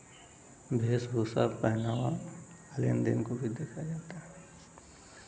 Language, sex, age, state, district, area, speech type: Hindi, male, 30-45, Uttar Pradesh, Mau, rural, spontaneous